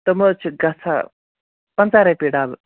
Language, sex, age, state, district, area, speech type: Kashmiri, female, 18-30, Jammu and Kashmir, Baramulla, rural, conversation